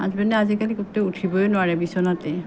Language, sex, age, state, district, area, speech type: Assamese, female, 30-45, Assam, Morigaon, rural, spontaneous